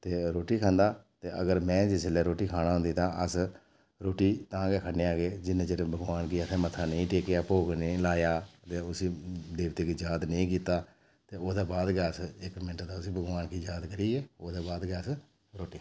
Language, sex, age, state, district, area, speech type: Dogri, male, 45-60, Jammu and Kashmir, Udhampur, urban, spontaneous